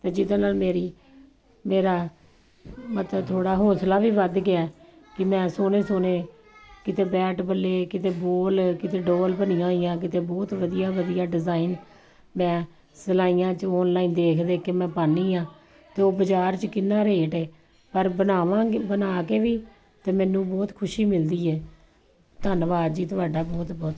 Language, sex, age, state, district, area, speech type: Punjabi, female, 45-60, Punjab, Kapurthala, urban, spontaneous